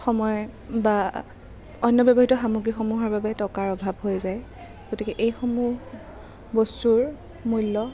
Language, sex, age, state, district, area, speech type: Assamese, female, 30-45, Assam, Kamrup Metropolitan, urban, spontaneous